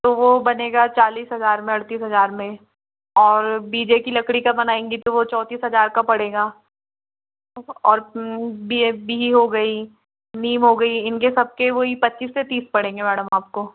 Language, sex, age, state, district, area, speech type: Hindi, female, 45-60, Madhya Pradesh, Balaghat, rural, conversation